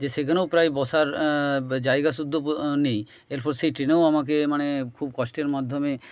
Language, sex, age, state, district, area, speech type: Bengali, male, 30-45, West Bengal, Jhargram, rural, spontaneous